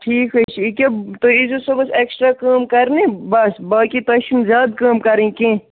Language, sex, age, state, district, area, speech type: Kashmiri, male, 30-45, Jammu and Kashmir, Kupwara, rural, conversation